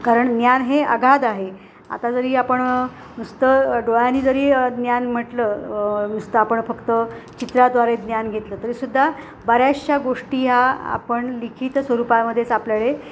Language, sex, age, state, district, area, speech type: Marathi, female, 45-60, Maharashtra, Ratnagiri, rural, spontaneous